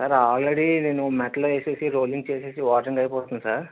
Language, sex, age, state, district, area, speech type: Telugu, male, 45-60, Andhra Pradesh, Vizianagaram, rural, conversation